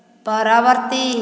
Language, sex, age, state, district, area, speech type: Odia, female, 30-45, Odisha, Nayagarh, rural, read